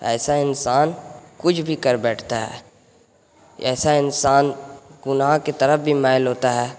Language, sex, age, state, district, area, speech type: Urdu, male, 18-30, Bihar, Gaya, urban, spontaneous